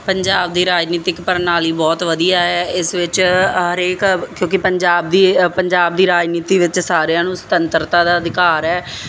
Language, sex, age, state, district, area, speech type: Punjabi, female, 30-45, Punjab, Muktsar, urban, spontaneous